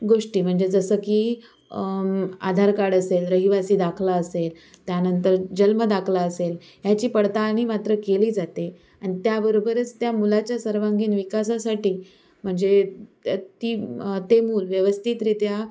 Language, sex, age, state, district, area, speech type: Marathi, female, 18-30, Maharashtra, Sindhudurg, rural, spontaneous